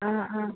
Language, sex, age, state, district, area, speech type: Malayalam, female, 18-30, Kerala, Kasaragod, rural, conversation